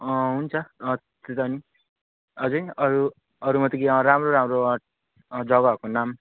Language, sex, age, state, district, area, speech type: Nepali, male, 18-30, West Bengal, Jalpaiguri, rural, conversation